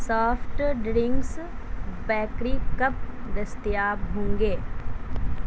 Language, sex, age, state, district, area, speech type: Urdu, female, 18-30, Delhi, South Delhi, urban, read